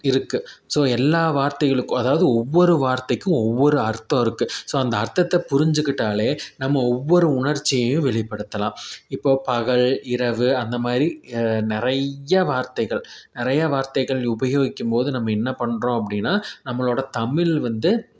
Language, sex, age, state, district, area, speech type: Tamil, male, 30-45, Tamil Nadu, Tiruppur, rural, spontaneous